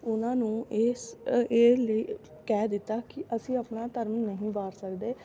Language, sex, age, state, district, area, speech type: Punjabi, female, 18-30, Punjab, Fatehgarh Sahib, rural, spontaneous